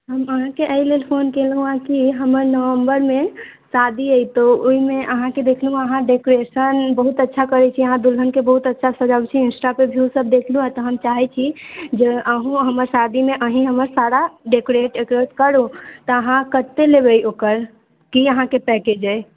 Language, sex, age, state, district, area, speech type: Maithili, female, 30-45, Bihar, Sitamarhi, urban, conversation